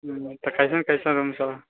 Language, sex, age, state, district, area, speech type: Maithili, male, 18-30, Bihar, Muzaffarpur, rural, conversation